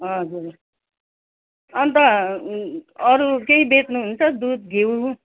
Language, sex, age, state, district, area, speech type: Nepali, female, 60+, West Bengal, Kalimpong, rural, conversation